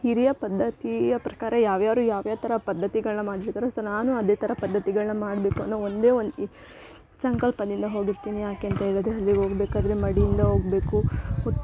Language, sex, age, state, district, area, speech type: Kannada, female, 18-30, Karnataka, Chikkamagaluru, rural, spontaneous